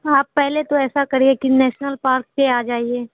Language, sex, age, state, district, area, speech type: Urdu, female, 45-60, Bihar, Supaul, urban, conversation